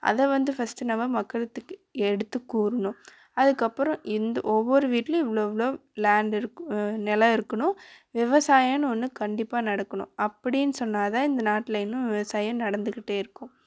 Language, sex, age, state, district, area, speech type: Tamil, female, 18-30, Tamil Nadu, Coimbatore, urban, spontaneous